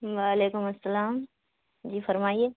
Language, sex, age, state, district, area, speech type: Urdu, female, 18-30, Bihar, Khagaria, rural, conversation